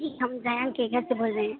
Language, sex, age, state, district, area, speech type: Urdu, female, 18-30, Uttar Pradesh, Mau, urban, conversation